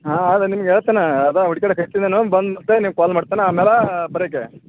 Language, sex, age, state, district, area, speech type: Kannada, male, 30-45, Karnataka, Belgaum, rural, conversation